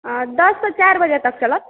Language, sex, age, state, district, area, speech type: Maithili, female, 30-45, Bihar, Supaul, urban, conversation